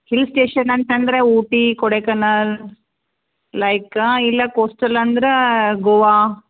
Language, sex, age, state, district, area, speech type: Kannada, female, 45-60, Karnataka, Gulbarga, urban, conversation